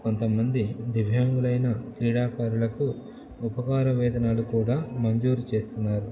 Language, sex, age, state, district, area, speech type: Telugu, male, 30-45, Andhra Pradesh, Nellore, urban, spontaneous